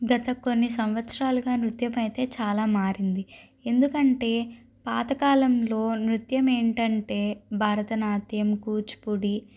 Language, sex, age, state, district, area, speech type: Telugu, female, 30-45, Andhra Pradesh, Guntur, urban, spontaneous